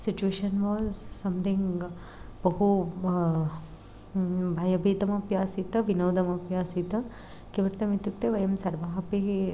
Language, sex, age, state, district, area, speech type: Sanskrit, female, 18-30, Karnataka, Dharwad, urban, spontaneous